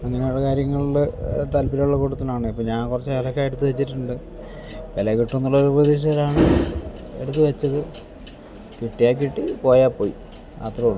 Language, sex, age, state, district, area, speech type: Malayalam, male, 45-60, Kerala, Idukki, rural, spontaneous